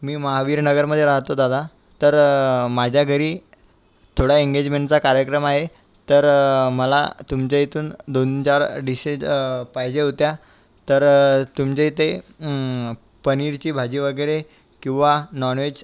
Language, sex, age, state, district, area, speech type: Marathi, male, 18-30, Maharashtra, Buldhana, urban, spontaneous